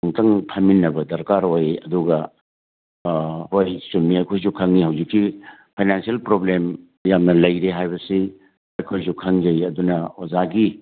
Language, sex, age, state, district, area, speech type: Manipuri, male, 60+, Manipur, Churachandpur, urban, conversation